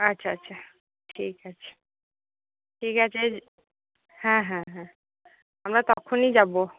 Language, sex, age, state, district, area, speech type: Bengali, female, 30-45, West Bengal, Cooch Behar, rural, conversation